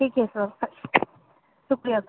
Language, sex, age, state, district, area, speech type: Urdu, female, 45-60, Delhi, East Delhi, urban, conversation